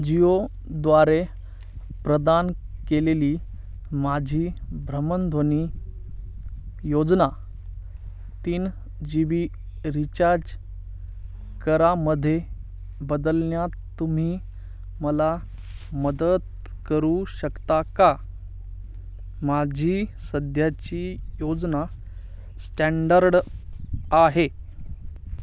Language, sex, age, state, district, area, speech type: Marathi, male, 18-30, Maharashtra, Hingoli, urban, read